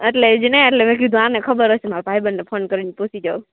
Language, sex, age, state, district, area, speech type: Gujarati, female, 18-30, Gujarat, Rajkot, rural, conversation